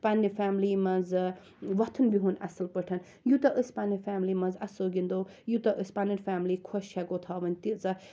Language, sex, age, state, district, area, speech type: Kashmiri, female, 30-45, Jammu and Kashmir, Srinagar, rural, spontaneous